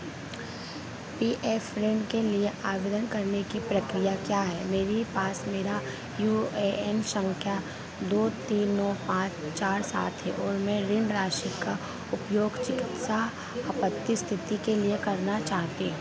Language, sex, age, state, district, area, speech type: Hindi, female, 18-30, Madhya Pradesh, Harda, urban, read